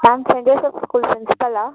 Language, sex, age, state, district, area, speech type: Tamil, female, 30-45, Tamil Nadu, Cuddalore, rural, conversation